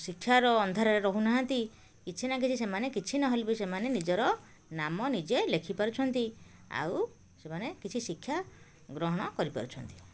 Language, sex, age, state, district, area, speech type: Odia, female, 45-60, Odisha, Puri, urban, spontaneous